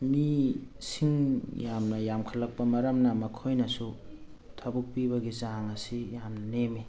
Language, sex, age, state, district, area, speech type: Manipuri, male, 45-60, Manipur, Thoubal, rural, spontaneous